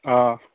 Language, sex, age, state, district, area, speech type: Santali, male, 18-30, West Bengal, Malda, rural, conversation